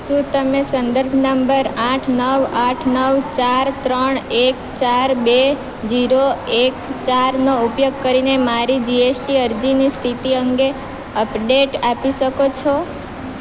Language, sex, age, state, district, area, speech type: Gujarati, female, 18-30, Gujarat, Valsad, rural, read